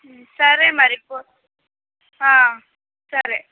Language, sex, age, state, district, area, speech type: Telugu, female, 45-60, Andhra Pradesh, Srikakulam, rural, conversation